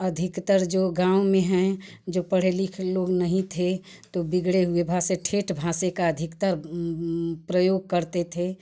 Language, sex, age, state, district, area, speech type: Hindi, female, 45-60, Uttar Pradesh, Ghazipur, rural, spontaneous